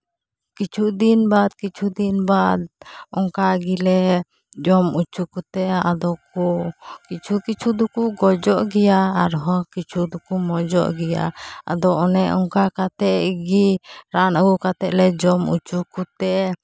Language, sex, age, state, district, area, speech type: Santali, female, 30-45, West Bengal, Uttar Dinajpur, rural, spontaneous